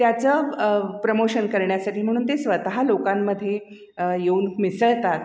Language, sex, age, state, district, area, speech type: Marathi, female, 60+, Maharashtra, Mumbai Suburban, urban, spontaneous